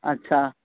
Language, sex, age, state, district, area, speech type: Urdu, male, 45-60, Delhi, East Delhi, urban, conversation